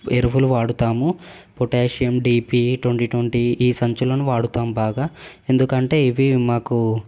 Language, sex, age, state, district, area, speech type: Telugu, male, 18-30, Telangana, Hyderabad, urban, spontaneous